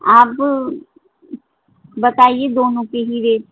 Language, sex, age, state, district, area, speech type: Urdu, female, 45-60, Delhi, North East Delhi, urban, conversation